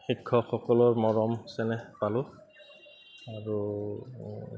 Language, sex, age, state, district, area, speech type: Assamese, male, 30-45, Assam, Goalpara, urban, spontaneous